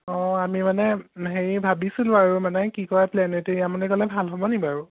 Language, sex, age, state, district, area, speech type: Assamese, male, 18-30, Assam, Jorhat, urban, conversation